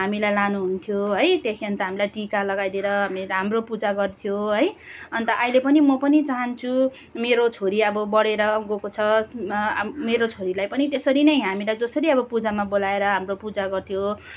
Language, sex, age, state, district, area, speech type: Nepali, female, 30-45, West Bengal, Darjeeling, rural, spontaneous